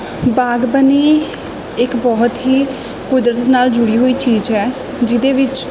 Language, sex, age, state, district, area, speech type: Punjabi, female, 18-30, Punjab, Gurdaspur, rural, spontaneous